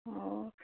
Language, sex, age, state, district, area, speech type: Odia, female, 45-60, Odisha, Kandhamal, rural, conversation